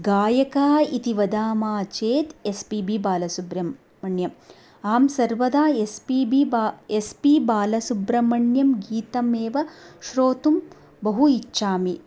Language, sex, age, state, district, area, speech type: Sanskrit, female, 30-45, Tamil Nadu, Coimbatore, rural, spontaneous